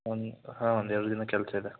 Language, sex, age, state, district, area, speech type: Kannada, male, 18-30, Karnataka, Shimoga, rural, conversation